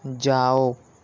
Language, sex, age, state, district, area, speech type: Urdu, male, 18-30, Delhi, Central Delhi, urban, read